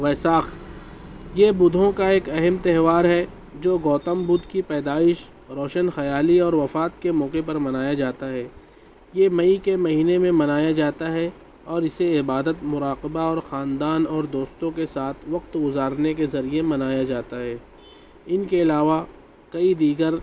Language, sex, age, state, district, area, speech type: Urdu, male, 18-30, Maharashtra, Nashik, urban, spontaneous